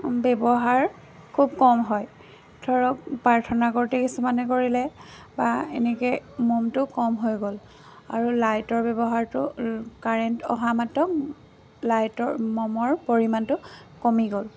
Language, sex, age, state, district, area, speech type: Assamese, female, 30-45, Assam, Jorhat, rural, spontaneous